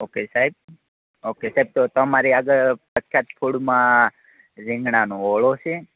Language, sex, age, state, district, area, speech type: Gujarati, male, 30-45, Gujarat, Rajkot, urban, conversation